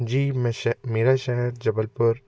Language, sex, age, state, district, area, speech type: Hindi, male, 18-30, Madhya Pradesh, Jabalpur, urban, spontaneous